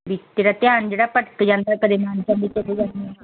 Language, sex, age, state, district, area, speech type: Punjabi, male, 45-60, Punjab, Patiala, urban, conversation